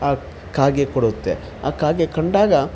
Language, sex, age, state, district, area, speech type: Kannada, male, 30-45, Karnataka, Kolar, rural, spontaneous